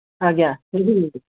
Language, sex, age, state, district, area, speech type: Odia, male, 18-30, Odisha, Bhadrak, rural, conversation